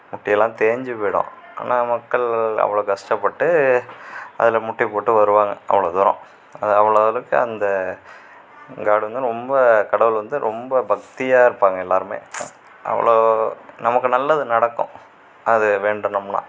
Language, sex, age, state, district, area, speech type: Tamil, male, 45-60, Tamil Nadu, Sivaganga, rural, spontaneous